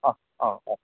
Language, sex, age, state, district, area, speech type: Maithili, male, 30-45, Bihar, Supaul, urban, conversation